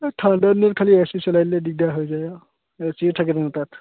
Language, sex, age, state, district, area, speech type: Assamese, male, 18-30, Assam, Charaideo, rural, conversation